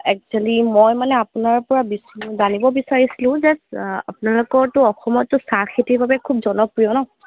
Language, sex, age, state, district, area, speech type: Assamese, female, 30-45, Assam, Charaideo, urban, conversation